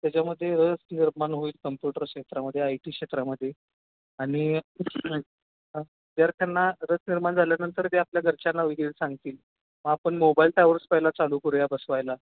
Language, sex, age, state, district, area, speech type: Marathi, male, 18-30, Maharashtra, Kolhapur, urban, conversation